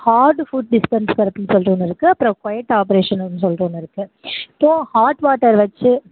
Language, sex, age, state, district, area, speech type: Tamil, female, 18-30, Tamil Nadu, Sivaganga, rural, conversation